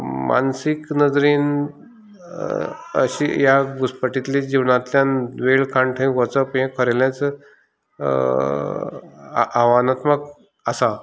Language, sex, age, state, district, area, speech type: Goan Konkani, male, 45-60, Goa, Canacona, rural, spontaneous